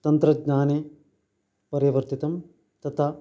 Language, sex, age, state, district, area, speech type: Sanskrit, male, 45-60, Karnataka, Uttara Kannada, rural, spontaneous